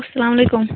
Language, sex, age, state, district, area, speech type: Kashmiri, female, 18-30, Jammu and Kashmir, Shopian, urban, conversation